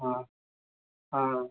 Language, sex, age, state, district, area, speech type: Kannada, male, 45-60, Karnataka, Ramanagara, rural, conversation